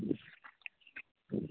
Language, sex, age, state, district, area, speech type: Odia, male, 45-60, Odisha, Rayagada, rural, conversation